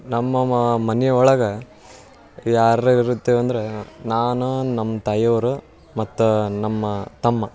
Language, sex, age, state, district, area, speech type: Kannada, male, 18-30, Karnataka, Dharwad, rural, spontaneous